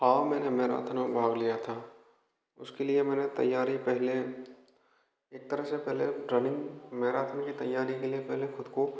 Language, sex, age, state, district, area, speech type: Hindi, male, 18-30, Rajasthan, Bharatpur, rural, spontaneous